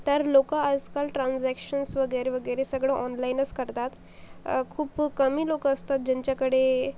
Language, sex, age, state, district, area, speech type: Marathi, female, 45-60, Maharashtra, Akola, rural, spontaneous